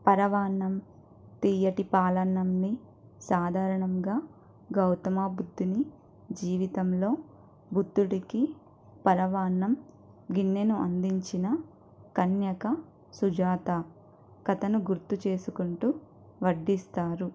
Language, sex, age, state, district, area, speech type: Telugu, female, 30-45, Telangana, Mancherial, rural, read